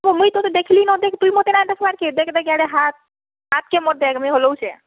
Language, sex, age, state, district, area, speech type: Odia, female, 45-60, Odisha, Boudh, rural, conversation